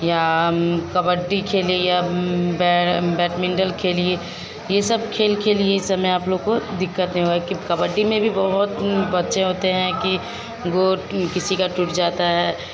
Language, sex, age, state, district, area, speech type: Hindi, female, 30-45, Bihar, Vaishali, urban, spontaneous